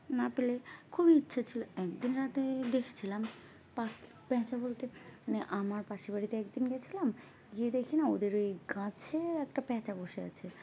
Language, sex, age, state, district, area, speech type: Bengali, female, 18-30, West Bengal, Birbhum, urban, spontaneous